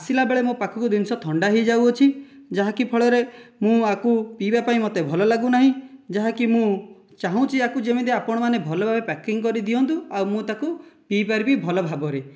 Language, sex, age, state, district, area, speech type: Odia, male, 18-30, Odisha, Dhenkanal, rural, spontaneous